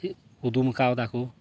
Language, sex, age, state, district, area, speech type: Santali, male, 30-45, West Bengal, Paschim Bardhaman, rural, spontaneous